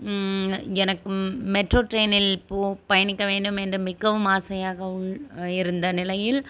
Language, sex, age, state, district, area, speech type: Tamil, female, 30-45, Tamil Nadu, Krishnagiri, rural, spontaneous